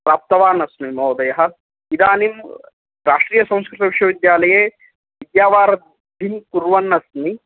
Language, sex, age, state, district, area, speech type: Sanskrit, male, 18-30, Karnataka, Uttara Kannada, rural, conversation